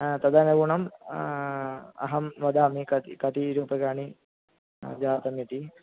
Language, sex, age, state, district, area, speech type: Sanskrit, male, 18-30, Kerala, Thrissur, rural, conversation